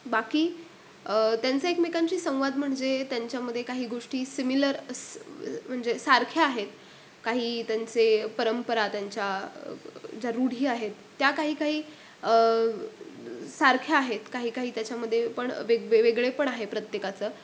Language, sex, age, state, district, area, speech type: Marathi, female, 18-30, Maharashtra, Pune, urban, spontaneous